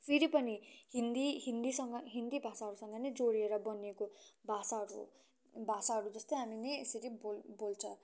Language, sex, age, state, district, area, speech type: Nepali, female, 18-30, West Bengal, Kalimpong, rural, spontaneous